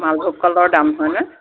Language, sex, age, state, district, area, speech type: Assamese, female, 60+, Assam, Nagaon, rural, conversation